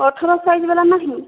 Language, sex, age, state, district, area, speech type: Odia, female, 18-30, Odisha, Boudh, rural, conversation